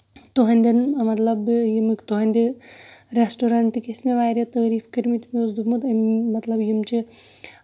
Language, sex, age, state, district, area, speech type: Kashmiri, female, 30-45, Jammu and Kashmir, Shopian, rural, spontaneous